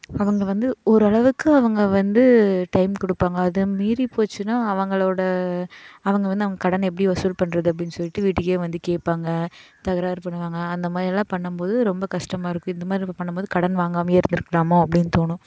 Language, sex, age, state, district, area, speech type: Tamil, female, 18-30, Tamil Nadu, Coimbatore, rural, spontaneous